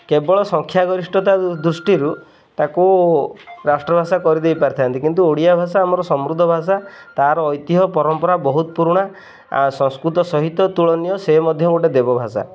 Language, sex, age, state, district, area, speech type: Odia, male, 30-45, Odisha, Jagatsinghpur, rural, spontaneous